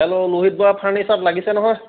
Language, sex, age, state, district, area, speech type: Assamese, male, 45-60, Assam, Golaghat, urban, conversation